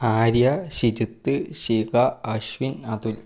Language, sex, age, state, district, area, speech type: Malayalam, male, 18-30, Kerala, Palakkad, rural, spontaneous